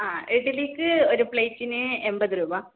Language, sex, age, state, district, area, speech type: Malayalam, female, 18-30, Kerala, Kasaragod, rural, conversation